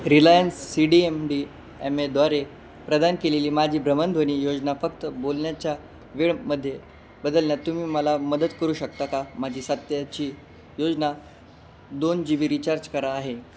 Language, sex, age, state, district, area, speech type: Marathi, male, 18-30, Maharashtra, Jalna, urban, read